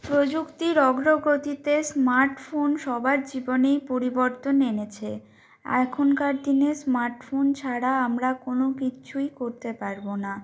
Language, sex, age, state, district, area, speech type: Bengali, female, 45-60, West Bengal, Bankura, urban, spontaneous